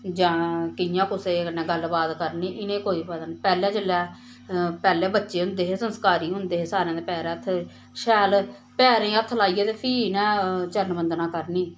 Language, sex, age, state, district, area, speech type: Dogri, female, 45-60, Jammu and Kashmir, Samba, rural, spontaneous